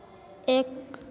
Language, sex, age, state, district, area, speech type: Hindi, female, 18-30, Madhya Pradesh, Ujjain, rural, read